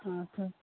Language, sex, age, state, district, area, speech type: Hindi, male, 30-45, Uttar Pradesh, Mau, rural, conversation